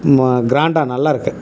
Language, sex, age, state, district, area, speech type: Tamil, male, 60+, Tamil Nadu, Tiruchirappalli, rural, spontaneous